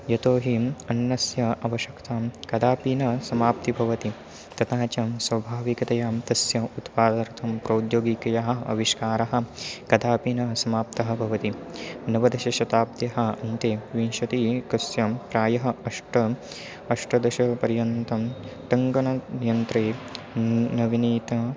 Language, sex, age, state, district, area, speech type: Sanskrit, male, 18-30, Maharashtra, Nashik, rural, spontaneous